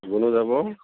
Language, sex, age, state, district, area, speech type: Assamese, male, 45-60, Assam, Tinsukia, urban, conversation